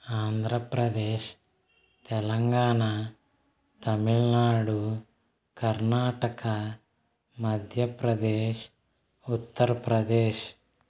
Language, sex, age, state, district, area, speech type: Telugu, male, 18-30, Andhra Pradesh, Konaseema, rural, spontaneous